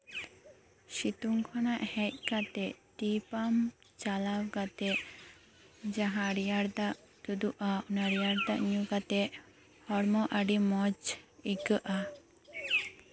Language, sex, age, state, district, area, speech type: Santali, female, 18-30, West Bengal, Birbhum, rural, spontaneous